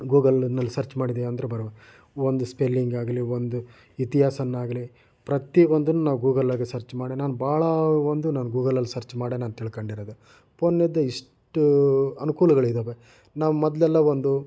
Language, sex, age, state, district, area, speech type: Kannada, male, 45-60, Karnataka, Chitradurga, rural, spontaneous